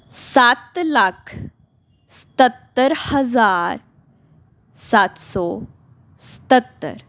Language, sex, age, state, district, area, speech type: Punjabi, female, 18-30, Punjab, Tarn Taran, urban, spontaneous